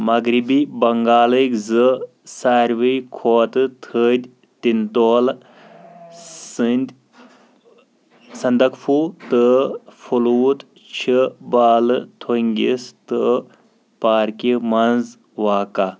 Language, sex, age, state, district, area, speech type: Kashmiri, male, 18-30, Jammu and Kashmir, Kulgam, rural, read